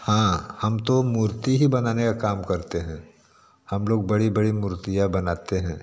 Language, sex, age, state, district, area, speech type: Hindi, male, 45-60, Uttar Pradesh, Varanasi, urban, spontaneous